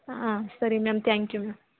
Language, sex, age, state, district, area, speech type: Kannada, female, 18-30, Karnataka, Hassan, rural, conversation